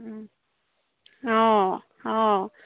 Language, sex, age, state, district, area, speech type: Assamese, female, 18-30, Assam, Charaideo, rural, conversation